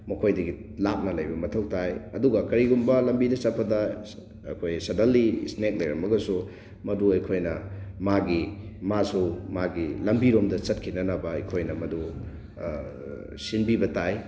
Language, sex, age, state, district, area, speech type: Manipuri, male, 18-30, Manipur, Thoubal, rural, spontaneous